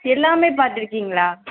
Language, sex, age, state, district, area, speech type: Tamil, female, 18-30, Tamil Nadu, Madurai, urban, conversation